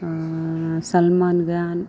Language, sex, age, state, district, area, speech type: Malayalam, female, 45-60, Kerala, Thiruvananthapuram, rural, spontaneous